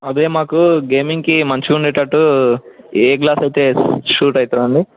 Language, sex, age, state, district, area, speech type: Telugu, male, 18-30, Telangana, Ranga Reddy, urban, conversation